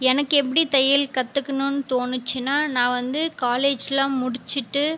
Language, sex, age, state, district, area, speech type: Tamil, female, 18-30, Tamil Nadu, Viluppuram, rural, spontaneous